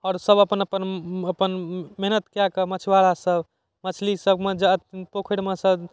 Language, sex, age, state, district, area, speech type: Maithili, male, 18-30, Bihar, Darbhanga, urban, spontaneous